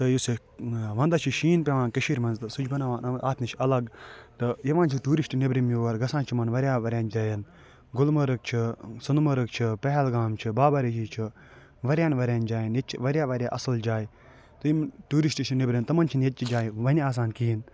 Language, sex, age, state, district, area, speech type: Kashmiri, male, 45-60, Jammu and Kashmir, Budgam, urban, spontaneous